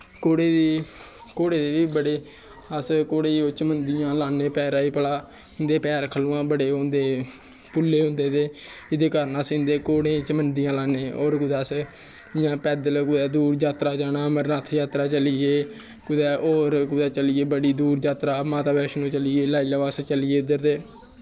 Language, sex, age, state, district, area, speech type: Dogri, male, 18-30, Jammu and Kashmir, Kathua, rural, spontaneous